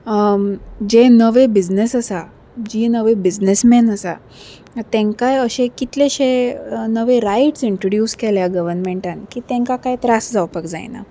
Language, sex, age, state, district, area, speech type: Goan Konkani, female, 30-45, Goa, Salcete, urban, spontaneous